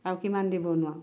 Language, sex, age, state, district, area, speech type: Assamese, female, 45-60, Assam, Lakhimpur, rural, spontaneous